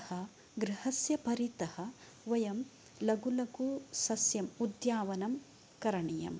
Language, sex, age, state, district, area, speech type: Sanskrit, female, 45-60, Karnataka, Uttara Kannada, rural, spontaneous